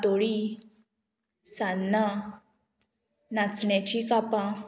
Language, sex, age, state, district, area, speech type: Goan Konkani, female, 18-30, Goa, Murmgao, urban, spontaneous